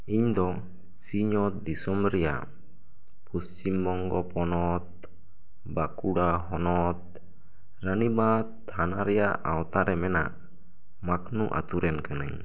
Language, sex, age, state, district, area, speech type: Santali, male, 18-30, West Bengal, Bankura, rural, spontaneous